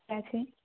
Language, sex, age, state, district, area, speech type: Bengali, female, 18-30, West Bengal, Jhargram, rural, conversation